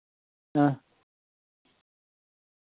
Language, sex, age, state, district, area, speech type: Dogri, female, 45-60, Jammu and Kashmir, Reasi, rural, conversation